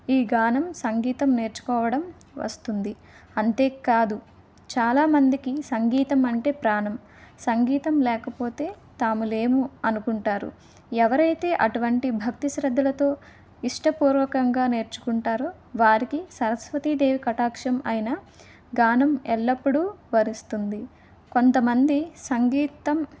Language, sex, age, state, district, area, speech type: Telugu, female, 18-30, Andhra Pradesh, Vizianagaram, rural, spontaneous